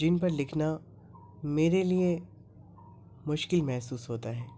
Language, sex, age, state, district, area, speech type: Urdu, male, 18-30, Delhi, North East Delhi, urban, spontaneous